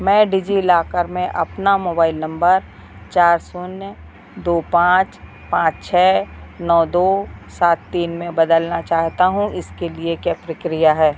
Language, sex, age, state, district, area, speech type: Hindi, female, 45-60, Madhya Pradesh, Narsinghpur, rural, read